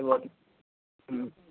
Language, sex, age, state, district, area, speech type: Telugu, male, 18-30, Andhra Pradesh, Eluru, urban, conversation